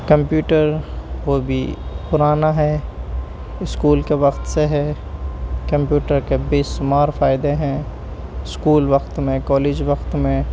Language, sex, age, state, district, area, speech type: Urdu, male, 18-30, Delhi, Central Delhi, urban, spontaneous